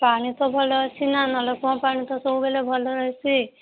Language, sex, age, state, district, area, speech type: Odia, female, 30-45, Odisha, Boudh, rural, conversation